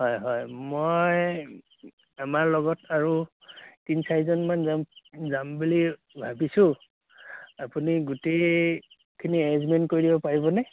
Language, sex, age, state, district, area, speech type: Assamese, male, 30-45, Assam, Dhemaji, rural, conversation